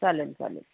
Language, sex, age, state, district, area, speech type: Marathi, female, 45-60, Maharashtra, Osmanabad, rural, conversation